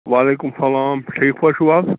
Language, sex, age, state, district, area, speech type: Kashmiri, male, 45-60, Jammu and Kashmir, Bandipora, rural, conversation